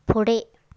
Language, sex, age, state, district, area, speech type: Marathi, female, 30-45, Maharashtra, Sangli, rural, read